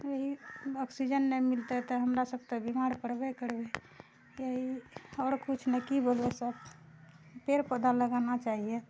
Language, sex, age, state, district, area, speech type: Maithili, female, 60+, Bihar, Purnia, urban, spontaneous